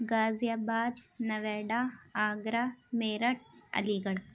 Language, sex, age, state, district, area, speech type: Urdu, female, 18-30, Uttar Pradesh, Ghaziabad, urban, spontaneous